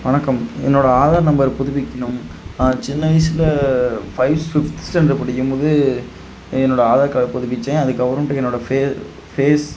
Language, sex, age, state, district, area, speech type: Tamil, male, 18-30, Tamil Nadu, Tiruchirappalli, rural, spontaneous